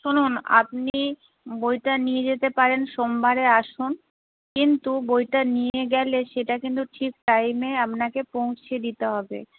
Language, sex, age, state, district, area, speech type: Bengali, female, 45-60, West Bengal, Nadia, rural, conversation